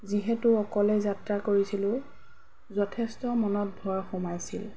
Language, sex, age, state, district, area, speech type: Assamese, female, 30-45, Assam, Golaghat, rural, spontaneous